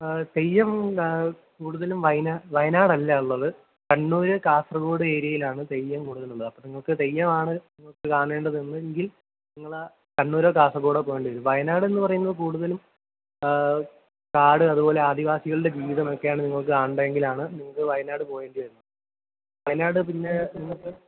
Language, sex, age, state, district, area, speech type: Malayalam, male, 18-30, Kerala, Kottayam, rural, conversation